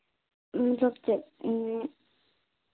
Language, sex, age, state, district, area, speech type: Santali, female, 18-30, Jharkhand, Seraikela Kharsawan, rural, conversation